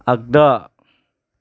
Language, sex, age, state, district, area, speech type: Bodo, male, 30-45, Assam, Kokrajhar, rural, read